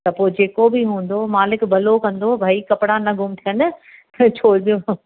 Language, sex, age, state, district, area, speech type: Sindhi, female, 45-60, Uttar Pradesh, Lucknow, rural, conversation